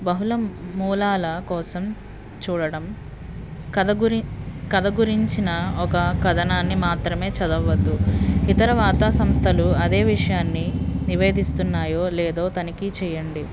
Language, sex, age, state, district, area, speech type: Telugu, female, 30-45, Andhra Pradesh, West Godavari, rural, spontaneous